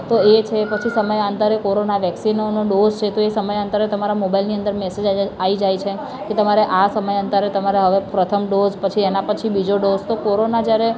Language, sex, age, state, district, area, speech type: Gujarati, female, 18-30, Gujarat, Ahmedabad, urban, spontaneous